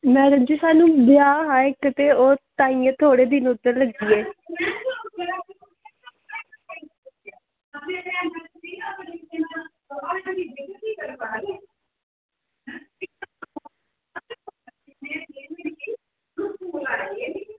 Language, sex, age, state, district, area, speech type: Dogri, female, 18-30, Jammu and Kashmir, Samba, rural, conversation